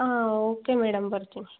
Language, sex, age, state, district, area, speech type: Kannada, female, 18-30, Karnataka, Tumkur, urban, conversation